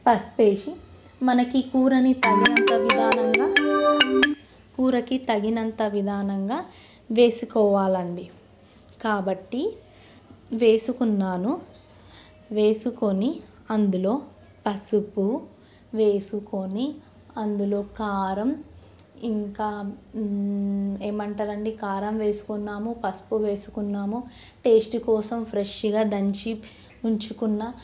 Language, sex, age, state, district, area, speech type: Telugu, female, 18-30, Telangana, Medchal, urban, spontaneous